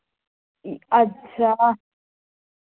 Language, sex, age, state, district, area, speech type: Hindi, female, 45-60, Uttar Pradesh, Ayodhya, rural, conversation